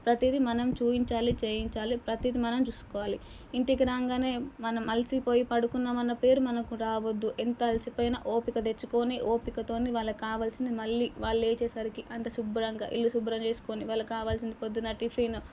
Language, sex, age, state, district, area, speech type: Telugu, female, 18-30, Telangana, Nalgonda, urban, spontaneous